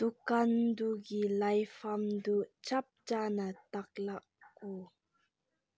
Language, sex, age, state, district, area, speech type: Manipuri, female, 18-30, Manipur, Senapati, urban, read